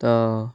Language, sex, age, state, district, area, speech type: Odia, male, 18-30, Odisha, Ganjam, urban, spontaneous